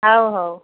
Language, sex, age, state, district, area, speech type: Odia, female, 30-45, Odisha, Sambalpur, rural, conversation